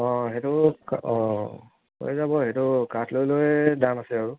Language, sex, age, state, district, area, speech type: Assamese, male, 30-45, Assam, Dibrugarh, urban, conversation